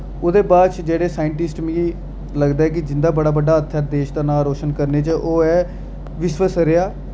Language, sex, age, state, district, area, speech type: Dogri, male, 30-45, Jammu and Kashmir, Jammu, urban, spontaneous